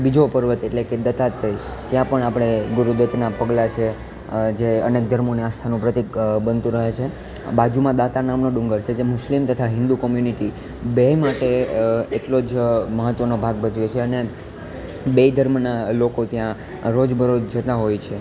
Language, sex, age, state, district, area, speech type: Gujarati, male, 18-30, Gujarat, Junagadh, urban, spontaneous